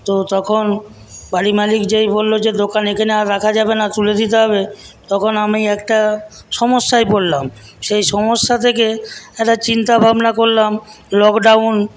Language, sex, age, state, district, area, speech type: Bengali, male, 60+, West Bengal, Paschim Medinipur, rural, spontaneous